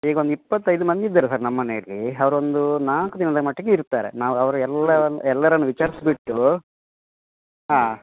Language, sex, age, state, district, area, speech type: Kannada, male, 45-60, Karnataka, Udupi, rural, conversation